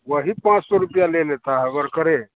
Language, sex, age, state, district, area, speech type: Hindi, male, 30-45, Bihar, Madhepura, rural, conversation